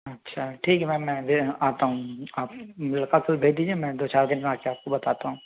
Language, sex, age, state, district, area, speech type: Hindi, male, 60+, Madhya Pradesh, Bhopal, urban, conversation